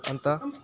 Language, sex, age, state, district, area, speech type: Nepali, male, 18-30, West Bengal, Alipurduar, urban, spontaneous